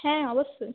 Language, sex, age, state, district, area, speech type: Bengali, female, 30-45, West Bengal, Hooghly, urban, conversation